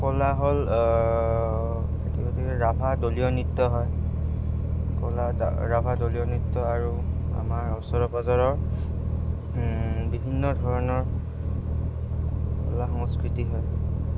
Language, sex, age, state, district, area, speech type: Assamese, male, 18-30, Assam, Goalpara, rural, spontaneous